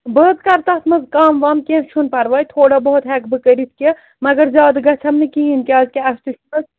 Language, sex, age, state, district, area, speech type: Kashmiri, female, 30-45, Jammu and Kashmir, Srinagar, urban, conversation